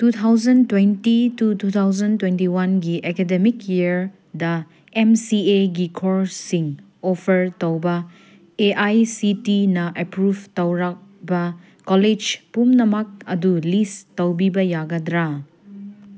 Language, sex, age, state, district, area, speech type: Manipuri, female, 30-45, Manipur, Senapati, urban, read